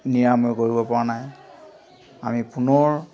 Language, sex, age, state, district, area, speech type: Assamese, male, 45-60, Assam, Sivasagar, rural, spontaneous